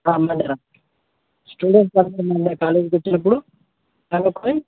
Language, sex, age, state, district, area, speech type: Telugu, male, 18-30, Telangana, Khammam, urban, conversation